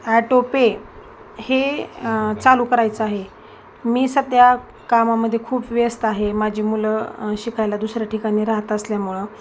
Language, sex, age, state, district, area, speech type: Marathi, female, 30-45, Maharashtra, Osmanabad, rural, spontaneous